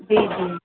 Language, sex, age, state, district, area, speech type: Sindhi, female, 45-60, Gujarat, Surat, urban, conversation